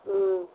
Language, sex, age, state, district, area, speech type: Tamil, female, 60+, Tamil Nadu, Vellore, urban, conversation